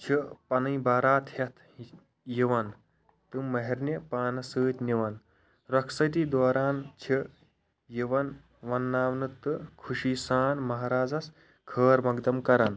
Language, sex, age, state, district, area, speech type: Kashmiri, male, 18-30, Jammu and Kashmir, Shopian, rural, spontaneous